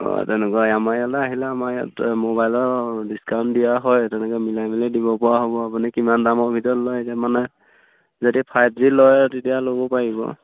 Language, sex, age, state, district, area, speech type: Assamese, male, 30-45, Assam, Majuli, urban, conversation